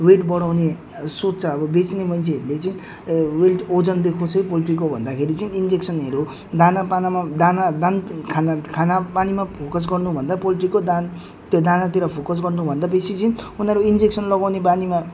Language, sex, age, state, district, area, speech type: Nepali, male, 30-45, West Bengal, Jalpaiguri, urban, spontaneous